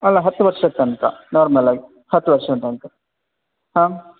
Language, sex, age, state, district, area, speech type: Kannada, male, 30-45, Karnataka, Bangalore Rural, rural, conversation